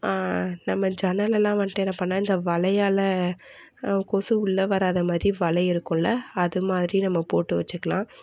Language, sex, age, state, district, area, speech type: Tamil, female, 18-30, Tamil Nadu, Mayiladuthurai, urban, spontaneous